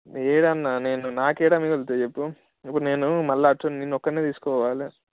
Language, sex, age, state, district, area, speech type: Telugu, male, 18-30, Telangana, Mancherial, rural, conversation